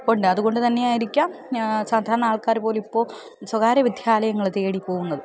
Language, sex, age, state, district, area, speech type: Malayalam, female, 30-45, Kerala, Thiruvananthapuram, urban, spontaneous